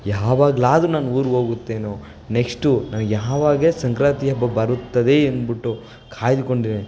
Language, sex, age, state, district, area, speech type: Kannada, male, 18-30, Karnataka, Chamarajanagar, rural, spontaneous